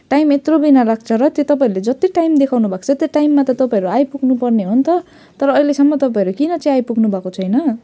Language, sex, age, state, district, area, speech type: Nepali, female, 30-45, West Bengal, Jalpaiguri, urban, spontaneous